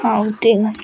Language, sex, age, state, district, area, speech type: Odia, female, 18-30, Odisha, Bargarh, rural, spontaneous